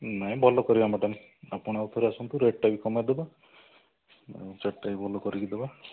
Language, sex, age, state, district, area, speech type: Odia, male, 45-60, Odisha, Kandhamal, rural, conversation